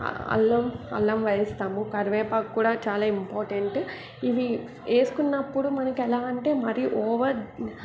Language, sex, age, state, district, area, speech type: Telugu, female, 18-30, Telangana, Mancherial, rural, spontaneous